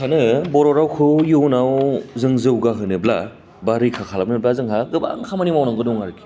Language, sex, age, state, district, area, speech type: Bodo, male, 30-45, Assam, Baksa, urban, spontaneous